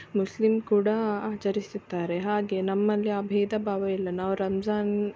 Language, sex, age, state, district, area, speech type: Kannada, female, 18-30, Karnataka, Udupi, rural, spontaneous